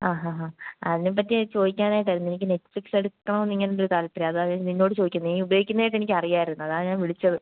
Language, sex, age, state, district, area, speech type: Malayalam, female, 18-30, Kerala, Kollam, rural, conversation